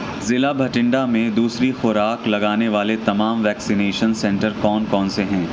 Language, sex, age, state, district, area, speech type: Urdu, male, 18-30, Uttar Pradesh, Mau, urban, read